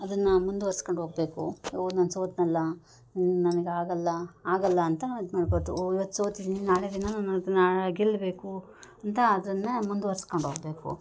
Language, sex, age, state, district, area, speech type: Kannada, female, 30-45, Karnataka, Chikkamagaluru, rural, spontaneous